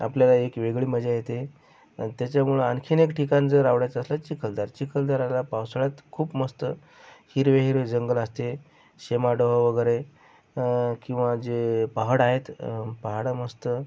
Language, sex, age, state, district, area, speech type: Marathi, male, 30-45, Maharashtra, Akola, rural, spontaneous